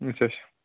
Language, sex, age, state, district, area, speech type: Kashmiri, male, 18-30, Jammu and Kashmir, Ganderbal, rural, conversation